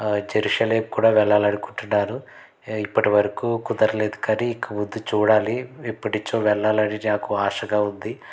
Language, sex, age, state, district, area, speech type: Telugu, male, 30-45, Andhra Pradesh, Konaseema, rural, spontaneous